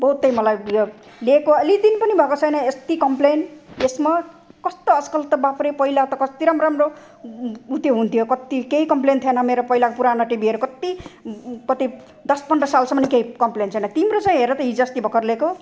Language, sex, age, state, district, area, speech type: Nepali, female, 60+, Assam, Sonitpur, rural, spontaneous